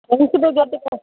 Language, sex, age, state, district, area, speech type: Tamil, male, 18-30, Tamil Nadu, Tiruchirappalli, rural, conversation